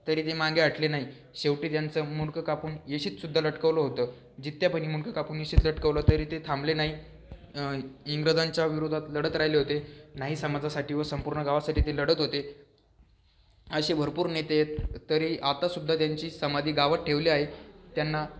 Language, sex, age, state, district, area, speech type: Marathi, male, 18-30, Maharashtra, Aurangabad, rural, spontaneous